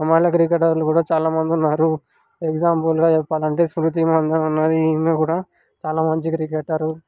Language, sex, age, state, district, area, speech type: Telugu, male, 18-30, Telangana, Sangareddy, urban, spontaneous